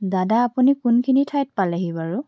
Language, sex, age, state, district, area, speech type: Assamese, female, 18-30, Assam, Tinsukia, urban, spontaneous